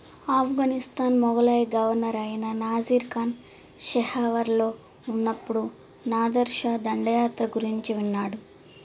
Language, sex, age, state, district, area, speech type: Telugu, female, 18-30, Andhra Pradesh, Guntur, urban, read